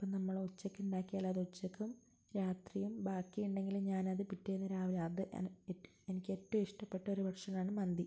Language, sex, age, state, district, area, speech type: Malayalam, female, 30-45, Kerala, Wayanad, rural, spontaneous